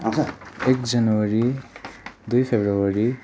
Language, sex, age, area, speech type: Nepali, male, 18-30, rural, spontaneous